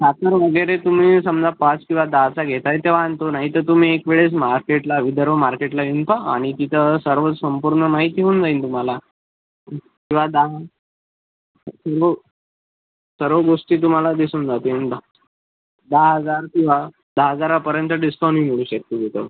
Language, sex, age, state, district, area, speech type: Marathi, male, 18-30, Maharashtra, Akola, rural, conversation